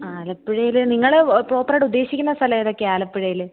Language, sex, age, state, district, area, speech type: Malayalam, female, 18-30, Kerala, Alappuzha, rural, conversation